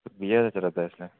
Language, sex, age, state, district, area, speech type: Dogri, male, 30-45, Jammu and Kashmir, Udhampur, urban, conversation